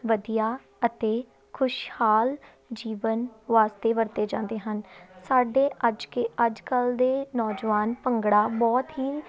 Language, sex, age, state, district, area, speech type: Punjabi, female, 18-30, Punjab, Tarn Taran, urban, spontaneous